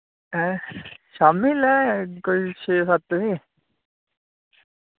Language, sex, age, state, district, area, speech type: Dogri, male, 18-30, Jammu and Kashmir, Udhampur, rural, conversation